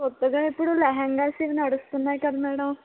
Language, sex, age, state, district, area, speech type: Telugu, female, 18-30, Andhra Pradesh, West Godavari, rural, conversation